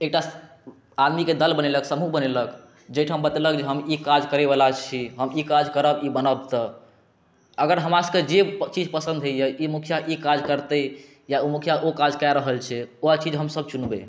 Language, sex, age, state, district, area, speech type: Maithili, male, 18-30, Bihar, Saharsa, rural, spontaneous